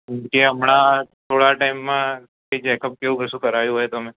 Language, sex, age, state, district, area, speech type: Gujarati, male, 18-30, Gujarat, Kheda, rural, conversation